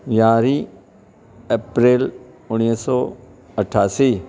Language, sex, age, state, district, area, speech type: Sindhi, male, 60+, Maharashtra, Thane, urban, spontaneous